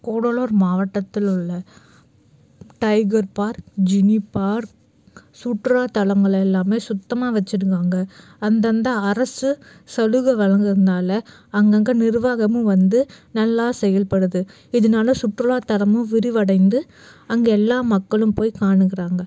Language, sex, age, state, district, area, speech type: Tamil, female, 60+, Tamil Nadu, Cuddalore, urban, spontaneous